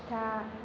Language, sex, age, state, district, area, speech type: Bodo, female, 18-30, Assam, Chirang, urban, spontaneous